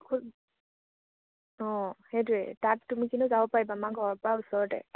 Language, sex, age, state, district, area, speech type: Assamese, female, 18-30, Assam, Lakhimpur, rural, conversation